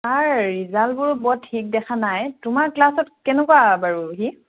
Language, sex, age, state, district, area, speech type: Assamese, female, 18-30, Assam, Charaideo, urban, conversation